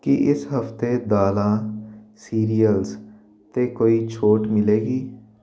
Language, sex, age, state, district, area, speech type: Punjabi, male, 18-30, Punjab, Jalandhar, urban, read